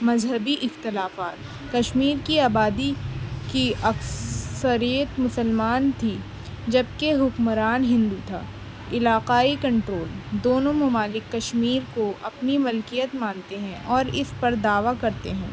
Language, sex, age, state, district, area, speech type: Urdu, female, 18-30, Delhi, East Delhi, urban, spontaneous